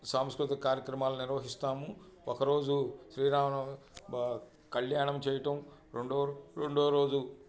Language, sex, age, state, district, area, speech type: Telugu, male, 45-60, Andhra Pradesh, Bapatla, urban, spontaneous